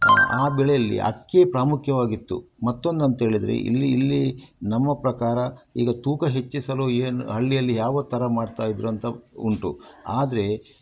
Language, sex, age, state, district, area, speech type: Kannada, male, 60+, Karnataka, Udupi, rural, spontaneous